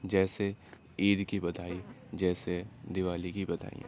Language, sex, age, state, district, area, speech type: Urdu, male, 30-45, Uttar Pradesh, Aligarh, urban, spontaneous